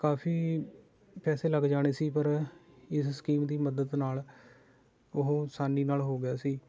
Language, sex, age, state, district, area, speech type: Punjabi, male, 30-45, Punjab, Rupnagar, rural, spontaneous